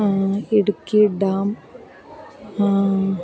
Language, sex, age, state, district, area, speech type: Malayalam, female, 30-45, Kerala, Kollam, rural, spontaneous